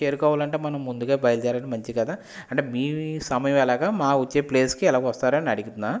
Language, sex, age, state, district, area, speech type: Telugu, male, 30-45, Andhra Pradesh, West Godavari, rural, spontaneous